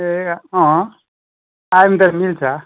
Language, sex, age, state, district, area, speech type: Nepali, male, 60+, West Bengal, Kalimpong, rural, conversation